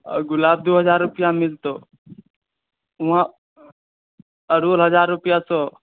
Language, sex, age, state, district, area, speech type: Maithili, male, 18-30, Bihar, Purnia, rural, conversation